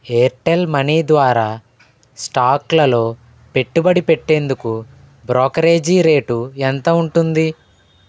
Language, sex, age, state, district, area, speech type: Telugu, male, 18-30, Andhra Pradesh, Eluru, rural, read